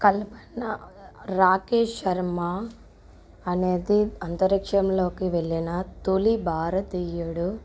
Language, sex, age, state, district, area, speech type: Telugu, female, 45-60, Telangana, Mancherial, rural, spontaneous